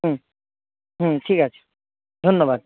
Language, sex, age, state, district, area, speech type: Bengali, male, 30-45, West Bengal, Jhargram, rural, conversation